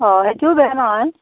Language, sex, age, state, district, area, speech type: Assamese, female, 45-60, Assam, Darrang, rural, conversation